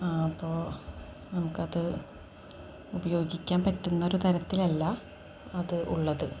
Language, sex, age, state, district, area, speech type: Malayalam, female, 18-30, Kerala, Palakkad, rural, spontaneous